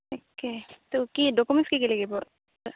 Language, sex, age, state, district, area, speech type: Assamese, female, 18-30, Assam, Golaghat, urban, conversation